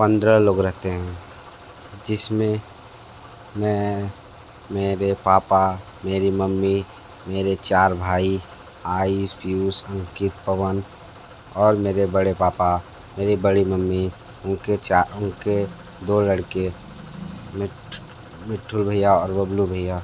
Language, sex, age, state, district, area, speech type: Hindi, male, 30-45, Uttar Pradesh, Sonbhadra, rural, spontaneous